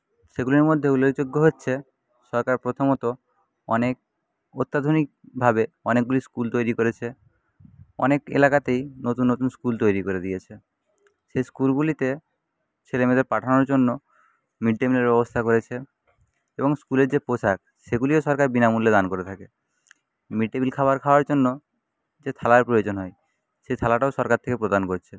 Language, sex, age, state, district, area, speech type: Bengali, male, 30-45, West Bengal, Paschim Medinipur, rural, spontaneous